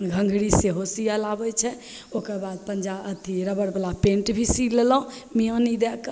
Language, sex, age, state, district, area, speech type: Maithili, female, 30-45, Bihar, Begusarai, urban, spontaneous